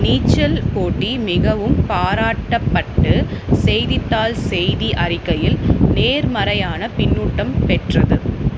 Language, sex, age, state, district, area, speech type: Tamil, female, 30-45, Tamil Nadu, Vellore, urban, read